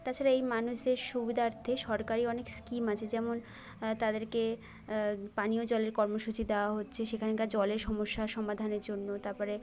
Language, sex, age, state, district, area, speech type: Bengali, female, 18-30, West Bengal, Jhargram, rural, spontaneous